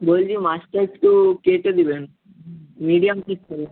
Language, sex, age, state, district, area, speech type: Bengali, male, 18-30, West Bengal, Nadia, rural, conversation